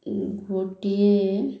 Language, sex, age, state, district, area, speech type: Odia, female, 30-45, Odisha, Ganjam, urban, spontaneous